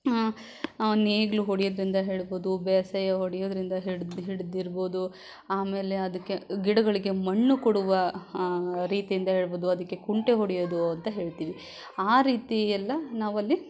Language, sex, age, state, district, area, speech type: Kannada, female, 18-30, Karnataka, Shimoga, rural, spontaneous